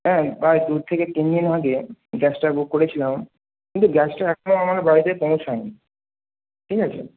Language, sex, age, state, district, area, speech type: Bengali, male, 30-45, West Bengal, Purba Medinipur, rural, conversation